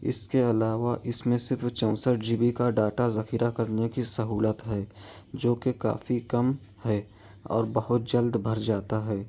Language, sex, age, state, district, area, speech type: Urdu, male, 18-30, Maharashtra, Nashik, rural, spontaneous